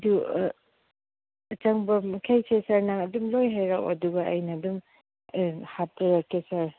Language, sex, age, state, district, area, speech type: Manipuri, female, 30-45, Manipur, Chandel, rural, conversation